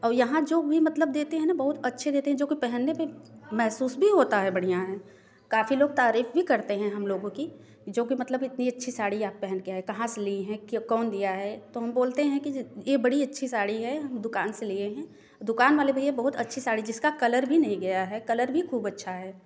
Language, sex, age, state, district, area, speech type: Hindi, female, 30-45, Uttar Pradesh, Prayagraj, rural, spontaneous